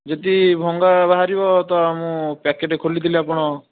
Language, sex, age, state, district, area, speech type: Odia, male, 30-45, Odisha, Dhenkanal, rural, conversation